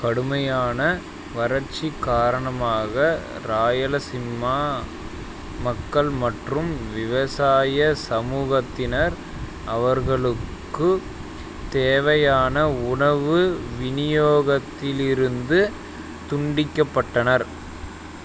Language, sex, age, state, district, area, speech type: Tamil, male, 30-45, Tamil Nadu, Dharmapuri, rural, read